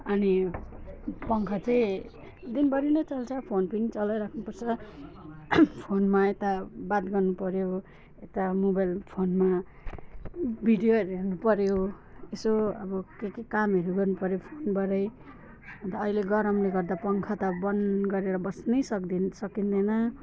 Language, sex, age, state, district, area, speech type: Nepali, female, 45-60, West Bengal, Alipurduar, rural, spontaneous